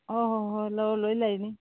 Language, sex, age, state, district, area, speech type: Manipuri, female, 45-60, Manipur, Imphal East, rural, conversation